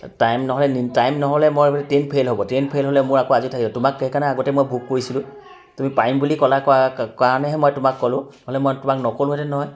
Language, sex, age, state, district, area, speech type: Assamese, male, 30-45, Assam, Charaideo, urban, spontaneous